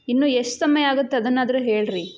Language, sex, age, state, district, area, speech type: Kannada, female, 18-30, Karnataka, Chitradurga, urban, spontaneous